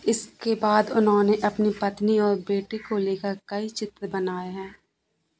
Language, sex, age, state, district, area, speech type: Hindi, female, 18-30, Madhya Pradesh, Narsinghpur, rural, read